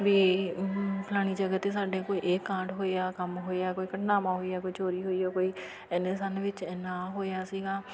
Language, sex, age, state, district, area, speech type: Punjabi, female, 30-45, Punjab, Fatehgarh Sahib, rural, spontaneous